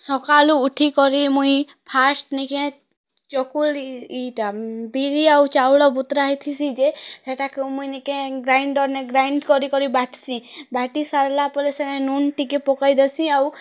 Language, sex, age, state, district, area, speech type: Odia, female, 18-30, Odisha, Kalahandi, rural, spontaneous